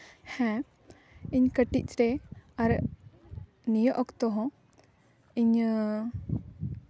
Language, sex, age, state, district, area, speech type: Santali, female, 18-30, West Bengal, Paschim Bardhaman, rural, spontaneous